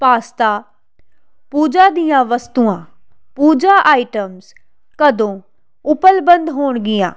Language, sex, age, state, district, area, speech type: Punjabi, female, 18-30, Punjab, Jalandhar, urban, read